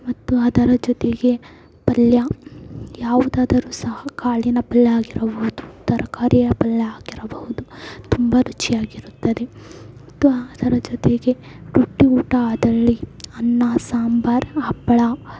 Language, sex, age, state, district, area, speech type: Kannada, female, 18-30, Karnataka, Davanagere, rural, spontaneous